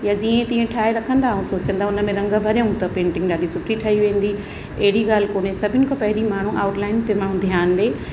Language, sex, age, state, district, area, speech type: Sindhi, female, 45-60, Uttar Pradesh, Lucknow, rural, spontaneous